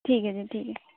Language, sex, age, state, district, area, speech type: Punjabi, female, 18-30, Punjab, Shaheed Bhagat Singh Nagar, rural, conversation